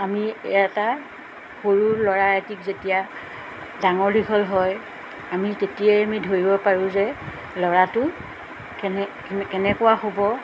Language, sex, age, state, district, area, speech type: Assamese, female, 60+, Assam, Golaghat, urban, spontaneous